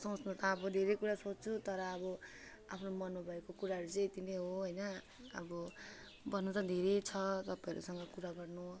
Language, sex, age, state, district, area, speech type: Nepali, female, 18-30, West Bengal, Alipurduar, urban, spontaneous